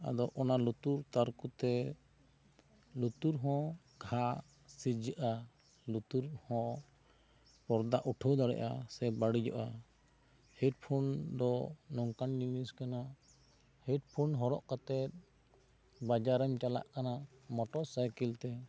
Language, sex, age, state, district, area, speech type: Santali, male, 30-45, West Bengal, Bankura, rural, spontaneous